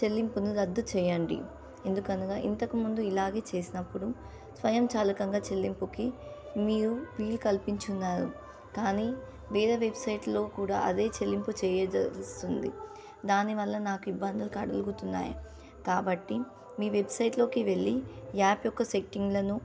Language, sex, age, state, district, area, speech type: Telugu, female, 18-30, Telangana, Nizamabad, urban, spontaneous